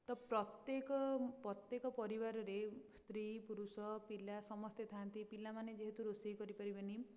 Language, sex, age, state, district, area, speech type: Odia, female, 18-30, Odisha, Puri, urban, spontaneous